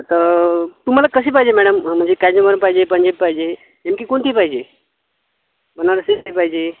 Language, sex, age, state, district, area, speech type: Marathi, male, 45-60, Maharashtra, Buldhana, rural, conversation